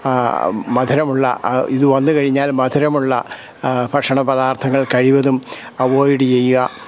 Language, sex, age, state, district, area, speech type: Malayalam, male, 60+, Kerala, Kottayam, rural, spontaneous